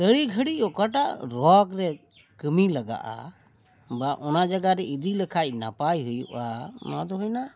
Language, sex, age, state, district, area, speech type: Santali, male, 60+, West Bengal, Dakshin Dinajpur, rural, spontaneous